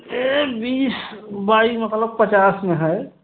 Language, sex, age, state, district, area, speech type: Hindi, male, 30-45, Uttar Pradesh, Prayagraj, rural, conversation